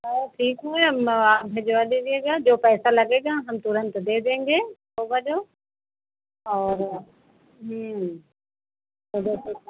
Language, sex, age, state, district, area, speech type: Hindi, female, 60+, Uttar Pradesh, Pratapgarh, rural, conversation